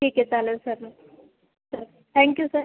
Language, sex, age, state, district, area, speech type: Marathi, female, 18-30, Maharashtra, Aurangabad, rural, conversation